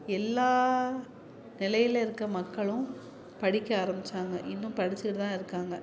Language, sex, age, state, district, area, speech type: Tamil, female, 30-45, Tamil Nadu, Salem, urban, spontaneous